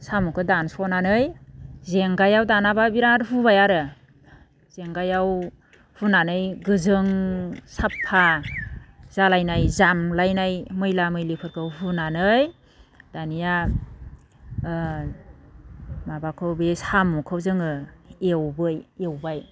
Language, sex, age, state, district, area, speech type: Bodo, female, 30-45, Assam, Baksa, rural, spontaneous